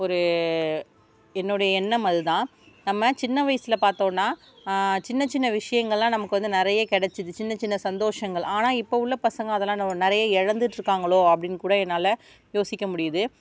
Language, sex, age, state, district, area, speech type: Tamil, female, 30-45, Tamil Nadu, Tiruvarur, rural, spontaneous